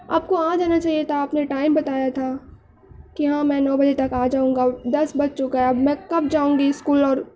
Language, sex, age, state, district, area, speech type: Urdu, female, 18-30, Uttar Pradesh, Mau, urban, spontaneous